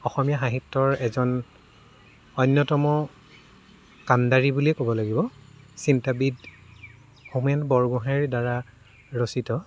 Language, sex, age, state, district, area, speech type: Assamese, male, 18-30, Assam, Dibrugarh, rural, spontaneous